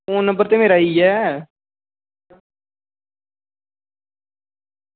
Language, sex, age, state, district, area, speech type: Dogri, male, 18-30, Jammu and Kashmir, Samba, rural, conversation